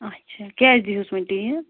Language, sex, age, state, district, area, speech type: Kashmiri, female, 30-45, Jammu and Kashmir, Anantnag, rural, conversation